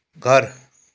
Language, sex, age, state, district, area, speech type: Nepali, male, 45-60, West Bengal, Kalimpong, rural, read